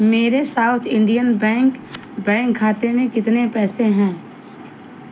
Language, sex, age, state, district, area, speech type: Hindi, female, 30-45, Uttar Pradesh, Chandauli, rural, read